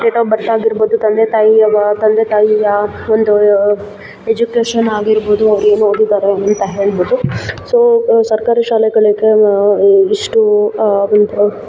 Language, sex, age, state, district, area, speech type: Kannada, female, 18-30, Karnataka, Kolar, rural, spontaneous